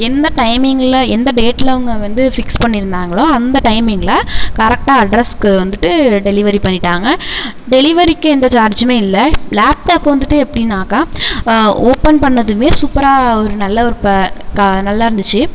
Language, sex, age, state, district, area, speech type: Tamil, female, 18-30, Tamil Nadu, Tiruvarur, rural, spontaneous